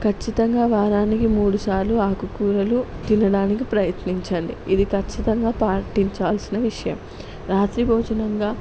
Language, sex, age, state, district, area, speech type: Telugu, female, 18-30, Telangana, Peddapalli, rural, spontaneous